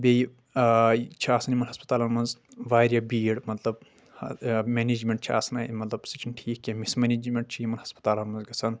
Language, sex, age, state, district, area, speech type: Kashmiri, male, 18-30, Jammu and Kashmir, Shopian, urban, spontaneous